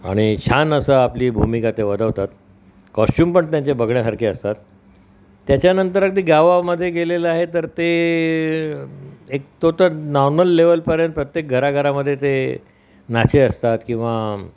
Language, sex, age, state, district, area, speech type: Marathi, male, 60+, Maharashtra, Mumbai Suburban, urban, spontaneous